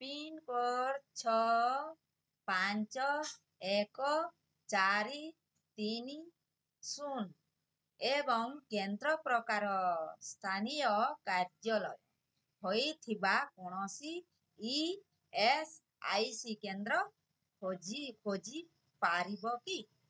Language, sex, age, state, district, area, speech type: Odia, female, 60+, Odisha, Bargarh, rural, read